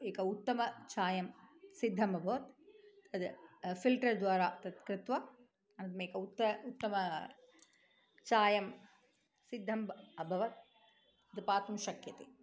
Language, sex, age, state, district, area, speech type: Sanskrit, female, 45-60, Tamil Nadu, Chennai, urban, spontaneous